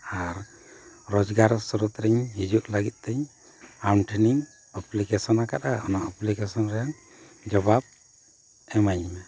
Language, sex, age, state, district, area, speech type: Santali, male, 45-60, Jharkhand, Bokaro, rural, spontaneous